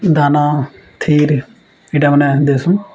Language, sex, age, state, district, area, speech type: Odia, male, 18-30, Odisha, Bargarh, urban, spontaneous